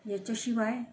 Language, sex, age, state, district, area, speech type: Marathi, female, 45-60, Maharashtra, Satara, urban, spontaneous